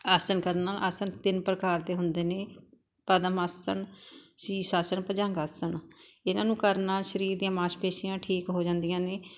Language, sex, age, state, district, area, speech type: Punjabi, female, 60+, Punjab, Barnala, rural, spontaneous